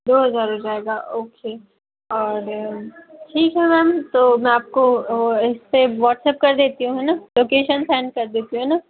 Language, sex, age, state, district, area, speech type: Hindi, female, 60+, Madhya Pradesh, Bhopal, urban, conversation